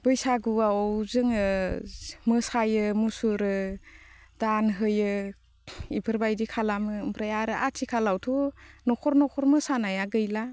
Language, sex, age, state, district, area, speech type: Bodo, female, 30-45, Assam, Baksa, rural, spontaneous